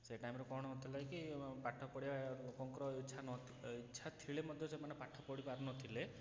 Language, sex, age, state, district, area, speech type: Odia, male, 30-45, Odisha, Cuttack, urban, spontaneous